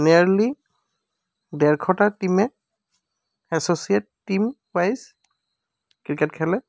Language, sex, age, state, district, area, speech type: Assamese, male, 18-30, Assam, Charaideo, urban, spontaneous